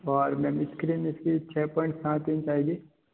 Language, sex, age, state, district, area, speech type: Hindi, male, 30-45, Rajasthan, Jodhpur, urban, conversation